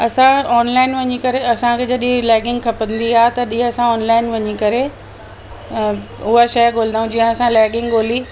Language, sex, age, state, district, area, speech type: Sindhi, female, 45-60, Delhi, South Delhi, urban, spontaneous